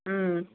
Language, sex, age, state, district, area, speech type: Tamil, female, 45-60, Tamil Nadu, Krishnagiri, rural, conversation